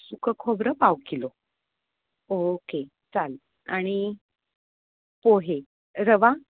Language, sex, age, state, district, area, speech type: Marathi, female, 30-45, Maharashtra, Kolhapur, urban, conversation